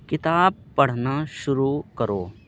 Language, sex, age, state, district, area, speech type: Urdu, male, 18-30, Bihar, Purnia, rural, read